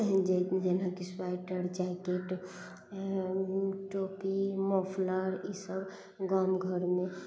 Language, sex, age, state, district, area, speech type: Maithili, female, 30-45, Bihar, Madhubani, rural, spontaneous